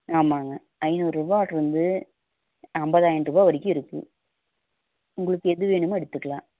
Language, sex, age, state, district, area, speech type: Tamil, female, 30-45, Tamil Nadu, Coimbatore, urban, conversation